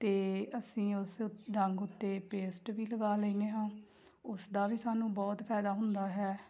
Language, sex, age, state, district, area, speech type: Punjabi, female, 18-30, Punjab, Tarn Taran, rural, spontaneous